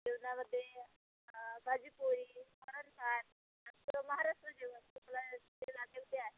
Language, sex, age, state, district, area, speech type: Marathi, female, 30-45, Maharashtra, Amravati, urban, conversation